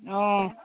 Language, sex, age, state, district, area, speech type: Assamese, female, 45-60, Assam, Charaideo, urban, conversation